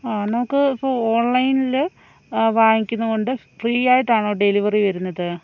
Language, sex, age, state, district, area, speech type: Malayalam, female, 18-30, Kerala, Kozhikode, rural, spontaneous